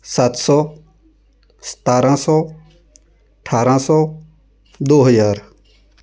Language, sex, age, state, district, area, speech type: Punjabi, female, 30-45, Punjab, Shaheed Bhagat Singh Nagar, rural, spontaneous